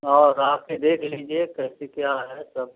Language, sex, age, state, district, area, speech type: Hindi, male, 45-60, Uttar Pradesh, Azamgarh, rural, conversation